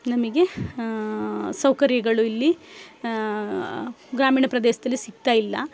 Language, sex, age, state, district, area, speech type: Kannada, female, 45-60, Karnataka, Chikkamagaluru, rural, spontaneous